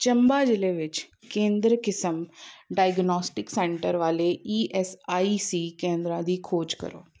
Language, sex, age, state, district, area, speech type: Punjabi, female, 30-45, Punjab, Amritsar, urban, read